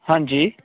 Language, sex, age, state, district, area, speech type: Punjabi, male, 30-45, Punjab, Kapurthala, rural, conversation